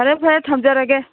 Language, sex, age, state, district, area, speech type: Manipuri, female, 60+, Manipur, Imphal East, rural, conversation